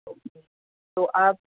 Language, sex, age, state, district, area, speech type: Urdu, female, 30-45, Uttar Pradesh, Aligarh, urban, conversation